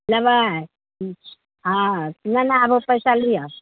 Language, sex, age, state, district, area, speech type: Maithili, female, 60+, Bihar, Madhepura, rural, conversation